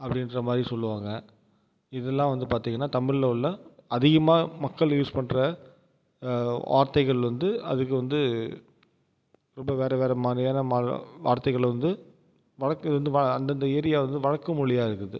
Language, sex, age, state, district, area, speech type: Tamil, male, 30-45, Tamil Nadu, Tiruvarur, rural, spontaneous